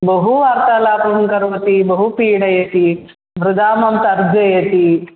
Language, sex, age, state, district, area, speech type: Sanskrit, female, 18-30, Kerala, Thrissur, urban, conversation